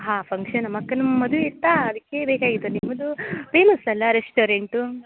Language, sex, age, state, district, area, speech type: Kannada, female, 30-45, Karnataka, Uttara Kannada, rural, conversation